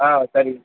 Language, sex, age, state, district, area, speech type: Tamil, male, 18-30, Tamil Nadu, Madurai, rural, conversation